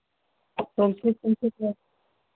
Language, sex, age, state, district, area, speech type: Hindi, female, 45-60, Bihar, Begusarai, rural, conversation